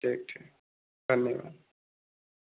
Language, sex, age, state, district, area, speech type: Hindi, male, 18-30, Bihar, Vaishali, urban, conversation